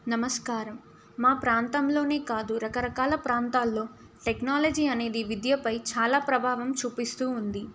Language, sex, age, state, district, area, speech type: Telugu, female, 18-30, Telangana, Ranga Reddy, urban, spontaneous